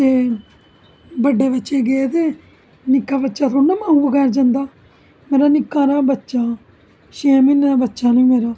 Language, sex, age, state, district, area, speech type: Dogri, female, 30-45, Jammu and Kashmir, Jammu, urban, spontaneous